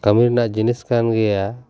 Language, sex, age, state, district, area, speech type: Santali, male, 45-60, West Bengal, Paschim Bardhaman, urban, spontaneous